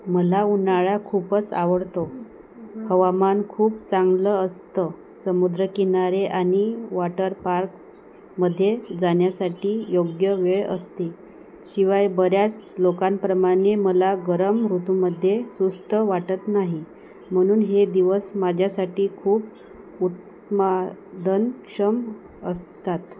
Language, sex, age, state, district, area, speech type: Marathi, female, 30-45, Maharashtra, Wardha, rural, read